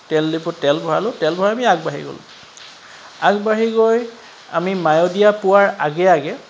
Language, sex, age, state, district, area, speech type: Assamese, male, 30-45, Assam, Charaideo, urban, spontaneous